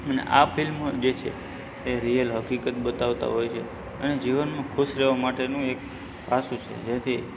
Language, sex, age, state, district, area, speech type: Gujarati, male, 18-30, Gujarat, Morbi, urban, spontaneous